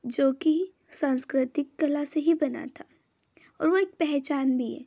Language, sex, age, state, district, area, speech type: Hindi, female, 18-30, Madhya Pradesh, Ujjain, urban, spontaneous